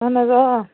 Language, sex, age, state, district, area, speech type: Kashmiri, female, 30-45, Jammu and Kashmir, Baramulla, rural, conversation